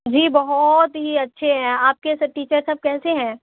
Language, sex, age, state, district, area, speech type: Urdu, female, 18-30, Bihar, Khagaria, rural, conversation